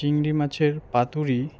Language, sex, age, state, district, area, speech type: Bengali, male, 18-30, West Bengal, Alipurduar, rural, spontaneous